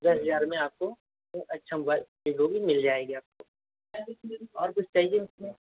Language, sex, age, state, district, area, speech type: Hindi, male, 18-30, Uttar Pradesh, Azamgarh, rural, conversation